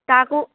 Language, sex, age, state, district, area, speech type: Assamese, female, 18-30, Assam, Sivasagar, rural, conversation